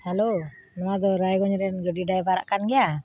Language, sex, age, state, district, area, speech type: Santali, female, 45-60, West Bengal, Uttar Dinajpur, rural, spontaneous